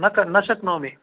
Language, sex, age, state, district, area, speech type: Sanskrit, male, 60+, Telangana, Hyderabad, urban, conversation